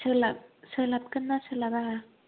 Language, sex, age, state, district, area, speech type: Bodo, female, 18-30, Assam, Kokrajhar, rural, conversation